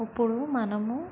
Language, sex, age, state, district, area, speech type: Telugu, female, 30-45, Andhra Pradesh, Vizianagaram, urban, spontaneous